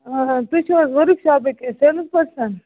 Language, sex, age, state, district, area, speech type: Kashmiri, female, 30-45, Jammu and Kashmir, Baramulla, rural, conversation